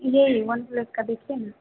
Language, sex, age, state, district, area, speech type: Hindi, female, 18-30, Bihar, Begusarai, rural, conversation